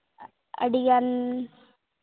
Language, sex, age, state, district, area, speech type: Santali, female, 18-30, Jharkhand, Seraikela Kharsawan, rural, conversation